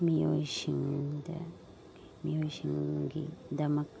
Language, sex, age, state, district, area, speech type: Manipuri, female, 45-60, Manipur, Churachandpur, rural, read